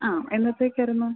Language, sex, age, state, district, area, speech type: Malayalam, female, 30-45, Kerala, Idukki, rural, conversation